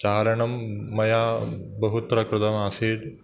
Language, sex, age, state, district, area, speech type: Sanskrit, male, 30-45, Kerala, Ernakulam, rural, spontaneous